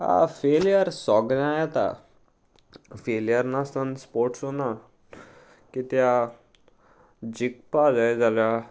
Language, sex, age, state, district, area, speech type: Goan Konkani, male, 18-30, Goa, Salcete, rural, spontaneous